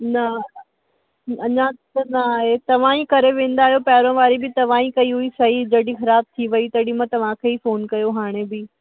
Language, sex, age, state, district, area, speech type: Sindhi, female, 30-45, Delhi, South Delhi, urban, conversation